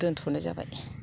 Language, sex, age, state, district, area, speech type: Bodo, female, 45-60, Assam, Kokrajhar, rural, spontaneous